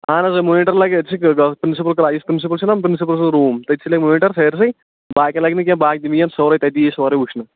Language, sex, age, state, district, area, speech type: Kashmiri, male, 18-30, Jammu and Kashmir, Shopian, rural, conversation